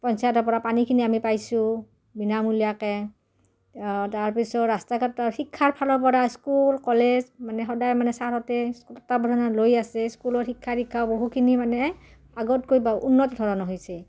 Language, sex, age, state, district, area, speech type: Assamese, female, 45-60, Assam, Udalguri, rural, spontaneous